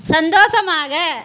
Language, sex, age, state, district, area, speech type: Tamil, female, 30-45, Tamil Nadu, Tirupattur, rural, read